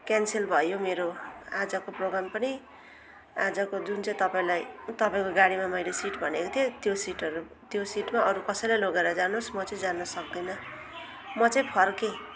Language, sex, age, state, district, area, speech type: Nepali, female, 45-60, West Bengal, Jalpaiguri, urban, spontaneous